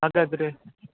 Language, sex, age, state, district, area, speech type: Kannada, male, 18-30, Karnataka, Shimoga, rural, conversation